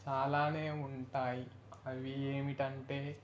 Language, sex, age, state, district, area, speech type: Telugu, male, 18-30, Telangana, Sangareddy, urban, spontaneous